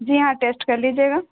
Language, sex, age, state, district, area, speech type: Urdu, female, 18-30, Bihar, Gaya, urban, conversation